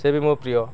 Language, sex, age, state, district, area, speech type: Odia, male, 45-60, Odisha, Kendrapara, urban, spontaneous